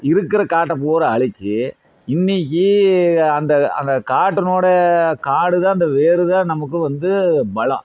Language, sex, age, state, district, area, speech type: Tamil, male, 30-45, Tamil Nadu, Coimbatore, rural, spontaneous